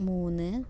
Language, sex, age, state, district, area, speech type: Malayalam, female, 18-30, Kerala, Palakkad, rural, read